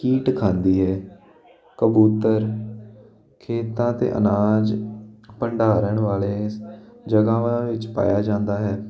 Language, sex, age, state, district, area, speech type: Punjabi, male, 18-30, Punjab, Jalandhar, urban, spontaneous